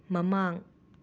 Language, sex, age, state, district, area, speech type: Manipuri, female, 45-60, Manipur, Imphal West, urban, read